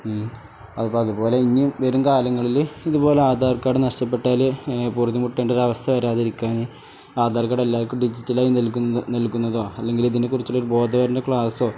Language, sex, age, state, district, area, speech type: Malayalam, male, 18-30, Kerala, Kozhikode, rural, spontaneous